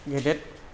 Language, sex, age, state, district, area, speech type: Bodo, male, 60+, Assam, Kokrajhar, rural, spontaneous